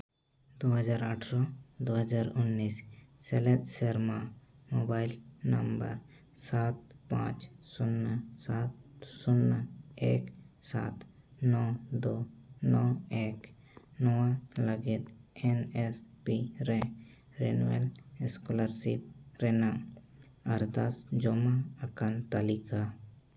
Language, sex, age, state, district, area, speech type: Santali, male, 18-30, Jharkhand, East Singhbhum, rural, read